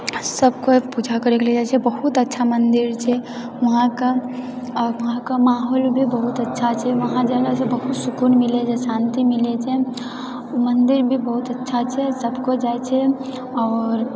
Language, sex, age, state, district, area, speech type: Maithili, female, 18-30, Bihar, Purnia, rural, spontaneous